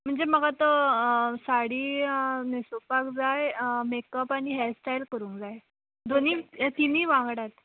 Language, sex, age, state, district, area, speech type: Goan Konkani, female, 18-30, Goa, Ponda, rural, conversation